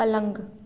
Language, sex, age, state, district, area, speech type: Hindi, female, 18-30, Madhya Pradesh, Hoshangabad, rural, read